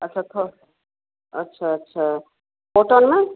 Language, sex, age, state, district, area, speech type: Hindi, female, 45-60, Bihar, Madhepura, rural, conversation